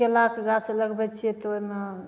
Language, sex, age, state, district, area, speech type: Maithili, female, 45-60, Bihar, Begusarai, rural, spontaneous